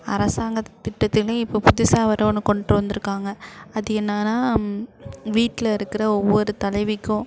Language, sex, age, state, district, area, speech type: Tamil, female, 30-45, Tamil Nadu, Thanjavur, urban, spontaneous